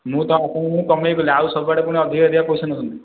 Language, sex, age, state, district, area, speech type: Odia, male, 18-30, Odisha, Khordha, rural, conversation